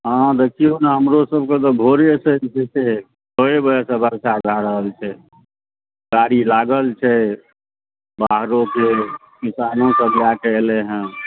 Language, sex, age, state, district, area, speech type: Maithili, male, 45-60, Bihar, Supaul, urban, conversation